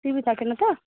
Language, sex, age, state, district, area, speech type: Bengali, female, 45-60, West Bengal, Darjeeling, urban, conversation